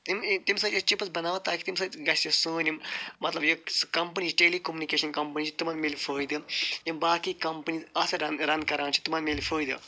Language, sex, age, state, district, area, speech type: Kashmiri, male, 45-60, Jammu and Kashmir, Budgam, urban, spontaneous